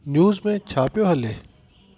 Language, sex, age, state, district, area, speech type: Sindhi, male, 45-60, Delhi, South Delhi, urban, read